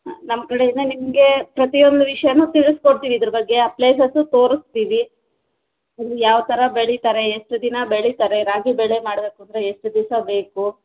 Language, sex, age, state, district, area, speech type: Kannada, female, 30-45, Karnataka, Kolar, rural, conversation